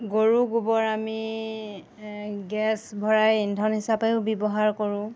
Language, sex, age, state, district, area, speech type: Assamese, female, 30-45, Assam, Golaghat, urban, spontaneous